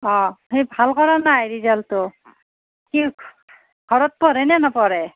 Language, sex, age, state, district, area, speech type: Assamese, female, 45-60, Assam, Nalbari, rural, conversation